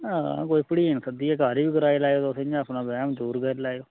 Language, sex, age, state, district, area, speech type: Dogri, male, 18-30, Jammu and Kashmir, Udhampur, rural, conversation